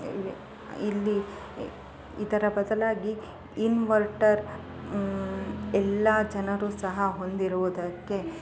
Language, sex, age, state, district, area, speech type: Kannada, female, 30-45, Karnataka, Chikkamagaluru, rural, spontaneous